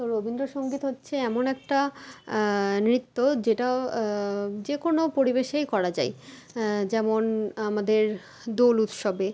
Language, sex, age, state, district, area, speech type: Bengali, female, 30-45, West Bengal, Malda, rural, spontaneous